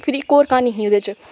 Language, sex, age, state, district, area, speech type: Dogri, female, 18-30, Jammu and Kashmir, Kathua, rural, spontaneous